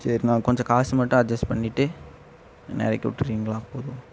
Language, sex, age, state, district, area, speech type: Tamil, male, 18-30, Tamil Nadu, Coimbatore, rural, spontaneous